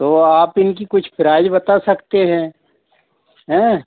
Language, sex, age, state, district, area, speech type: Hindi, male, 45-60, Madhya Pradesh, Hoshangabad, urban, conversation